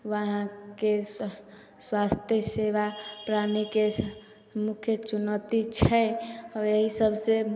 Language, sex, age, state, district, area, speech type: Maithili, female, 18-30, Bihar, Samastipur, urban, spontaneous